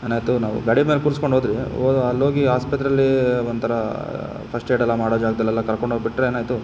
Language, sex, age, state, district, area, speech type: Kannada, male, 30-45, Karnataka, Chikkaballapur, urban, spontaneous